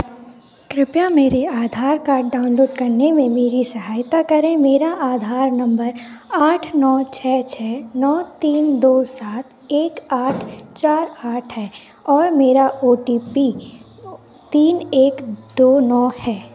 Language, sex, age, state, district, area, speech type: Hindi, female, 18-30, Madhya Pradesh, Narsinghpur, rural, read